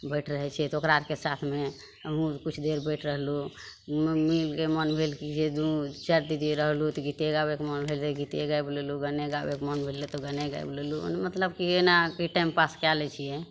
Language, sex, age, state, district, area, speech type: Maithili, female, 30-45, Bihar, Madhepura, rural, spontaneous